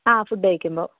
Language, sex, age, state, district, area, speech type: Malayalam, female, 18-30, Kerala, Wayanad, rural, conversation